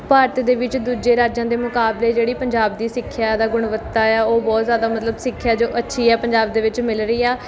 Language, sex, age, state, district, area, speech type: Punjabi, female, 18-30, Punjab, Mohali, urban, spontaneous